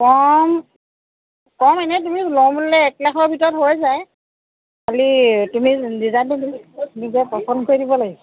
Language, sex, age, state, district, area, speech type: Assamese, female, 30-45, Assam, Sivasagar, rural, conversation